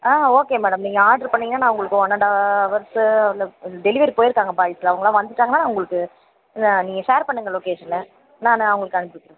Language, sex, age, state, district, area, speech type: Tamil, female, 30-45, Tamil Nadu, Chennai, urban, conversation